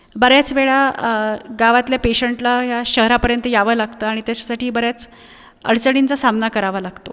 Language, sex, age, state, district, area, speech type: Marathi, female, 30-45, Maharashtra, Buldhana, urban, spontaneous